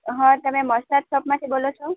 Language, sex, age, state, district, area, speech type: Gujarati, female, 18-30, Gujarat, Valsad, rural, conversation